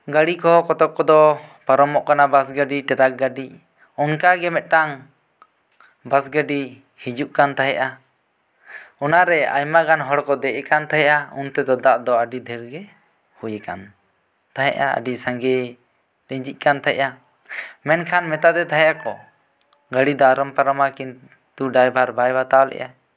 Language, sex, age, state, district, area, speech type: Santali, male, 18-30, West Bengal, Bankura, rural, spontaneous